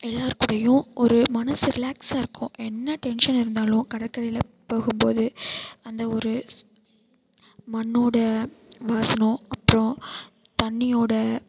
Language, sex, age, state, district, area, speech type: Tamil, female, 18-30, Tamil Nadu, Mayiladuthurai, rural, spontaneous